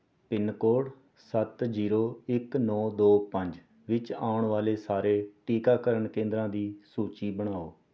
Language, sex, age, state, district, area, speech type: Punjabi, male, 45-60, Punjab, Rupnagar, urban, read